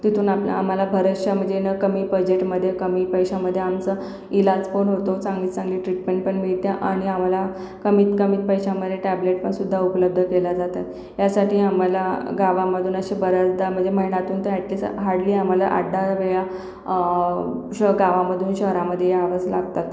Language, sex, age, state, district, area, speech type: Marathi, female, 45-60, Maharashtra, Akola, urban, spontaneous